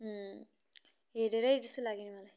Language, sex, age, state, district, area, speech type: Nepali, female, 18-30, West Bengal, Kalimpong, rural, spontaneous